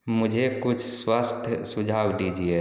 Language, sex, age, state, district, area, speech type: Hindi, male, 18-30, Bihar, Samastipur, rural, read